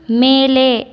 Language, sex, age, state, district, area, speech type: Tamil, female, 18-30, Tamil Nadu, Cuddalore, rural, read